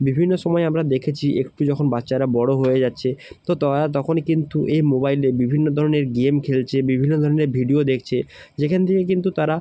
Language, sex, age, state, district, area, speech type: Bengali, male, 30-45, West Bengal, Jalpaiguri, rural, spontaneous